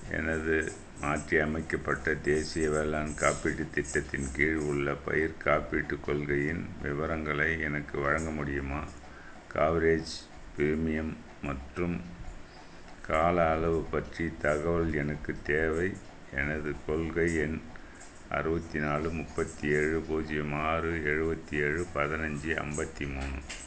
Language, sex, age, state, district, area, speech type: Tamil, male, 60+, Tamil Nadu, Viluppuram, rural, read